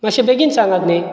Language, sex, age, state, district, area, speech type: Goan Konkani, male, 45-60, Goa, Bardez, rural, spontaneous